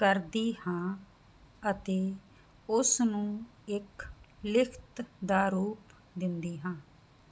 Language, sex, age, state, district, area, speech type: Punjabi, female, 30-45, Punjab, Muktsar, urban, spontaneous